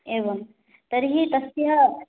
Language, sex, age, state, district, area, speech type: Sanskrit, female, 18-30, Odisha, Jagatsinghpur, urban, conversation